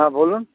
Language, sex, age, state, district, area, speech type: Bengali, male, 60+, West Bengal, South 24 Parganas, urban, conversation